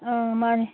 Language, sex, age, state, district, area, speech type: Manipuri, female, 45-60, Manipur, Churachandpur, urban, conversation